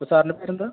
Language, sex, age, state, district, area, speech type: Malayalam, male, 18-30, Kerala, Thrissur, rural, conversation